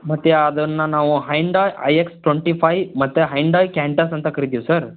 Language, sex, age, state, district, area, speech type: Kannada, male, 30-45, Karnataka, Tumkur, rural, conversation